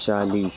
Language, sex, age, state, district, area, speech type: Hindi, male, 18-30, Madhya Pradesh, Betul, urban, spontaneous